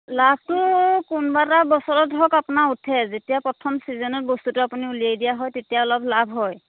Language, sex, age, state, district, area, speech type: Assamese, female, 30-45, Assam, Majuli, urban, conversation